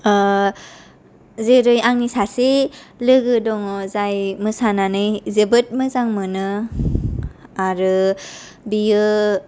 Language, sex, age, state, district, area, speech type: Bodo, female, 18-30, Assam, Kokrajhar, rural, spontaneous